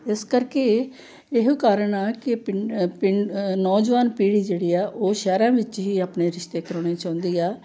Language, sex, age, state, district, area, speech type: Punjabi, female, 60+, Punjab, Amritsar, urban, spontaneous